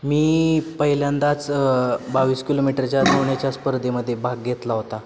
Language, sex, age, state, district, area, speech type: Marathi, male, 18-30, Maharashtra, Satara, urban, spontaneous